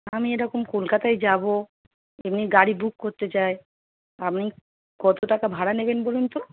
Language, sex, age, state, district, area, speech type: Bengali, female, 30-45, West Bengal, Darjeeling, rural, conversation